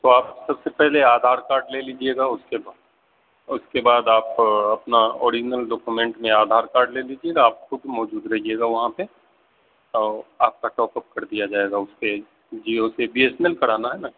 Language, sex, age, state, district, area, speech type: Urdu, male, 18-30, Bihar, Saharsa, rural, conversation